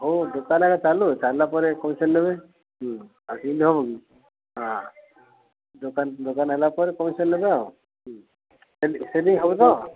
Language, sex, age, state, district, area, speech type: Odia, male, 60+, Odisha, Gajapati, rural, conversation